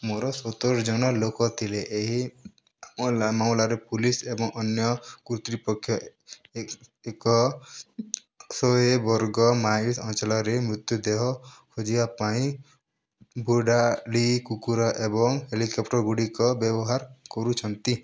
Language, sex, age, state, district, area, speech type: Odia, male, 18-30, Odisha, Kalahandi, rural, read